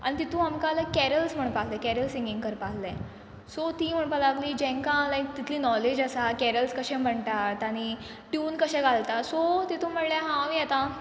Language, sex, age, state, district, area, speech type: Goan Konkani, female, 18-30, Goa, Quepem, rural, spontaneous